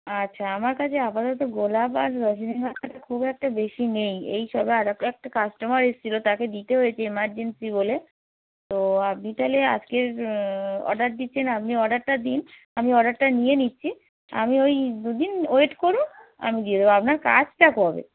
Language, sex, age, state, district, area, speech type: Bengali, female, 45-60, West Bengal, Hooghly, rural, conversation